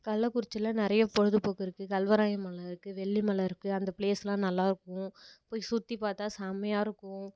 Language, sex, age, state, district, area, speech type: Tamil, female, 18-30, Tamil Nadu, Kallakurichi, rural, spontaneous